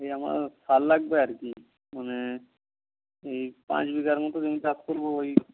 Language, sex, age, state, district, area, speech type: Bengali, male, 60+, West Bengal, Purba Medinipur, rural, conversation